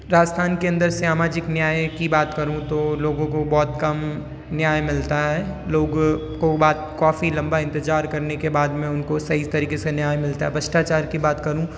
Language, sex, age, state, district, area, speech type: Hindi, female, 18-30, Rajasthan, Jodhpur, urban, spontaneous